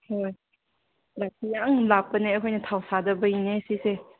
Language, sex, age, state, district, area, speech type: Manipuri, female, 18-30, Manipur, Kangpokpi, urban, conversation